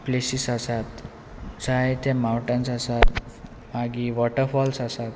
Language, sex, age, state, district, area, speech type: Goan Konkani, male, 18-30, Goa, Quepem, rural, spontaneous